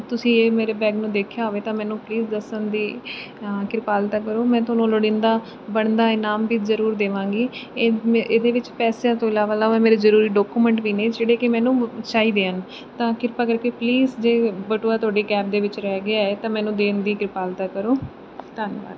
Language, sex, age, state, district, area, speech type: Punjabi, female, 18-30, Punjab, Mansa, urban, spontaneous